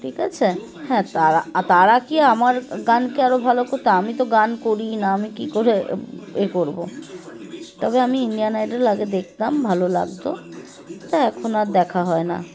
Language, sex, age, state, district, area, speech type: Bengali, female, 30-45, West Bengal, Darjeeling, urban, spontaneous